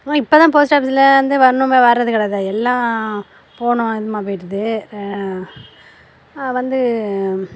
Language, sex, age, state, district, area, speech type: Tamil, female, 45-60, Tamil Nadu, Nagapattinam, rural, spontaneous